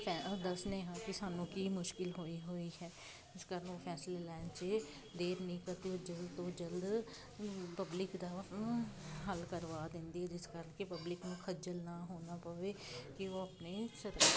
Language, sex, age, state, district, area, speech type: Punjabi, female, 30-45, Punjab, Jalandhar, urban, spontaneous